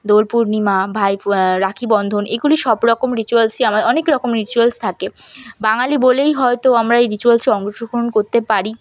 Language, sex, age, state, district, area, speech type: Bengali, female, 18-30, West Bengal, South 24 Parganas, rural, spontaneous